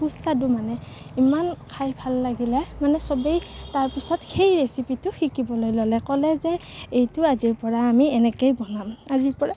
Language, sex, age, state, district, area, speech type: Assamese, female, 18-30, Assam, Kamrup Metropolitan, urban, spontaneous